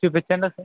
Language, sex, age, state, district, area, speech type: Telugu, male, 18-30, Andhra Pradesh, West Godavari, rural, conversation